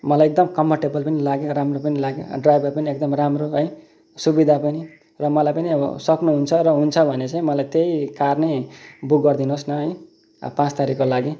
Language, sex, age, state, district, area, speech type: Nepali, male, 30-45, West Bengal, Kalimpong, rural, spontaneous